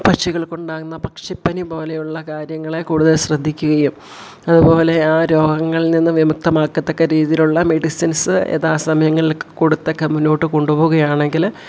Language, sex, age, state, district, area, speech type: Malayalam, female, 45-60, Kerala, Kollam, rural, spontaneous